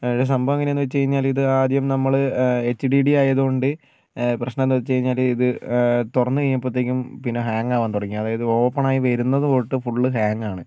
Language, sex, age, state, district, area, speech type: Malayalam, male, 45-60, Kerala, Wayanad, rural, spontaneous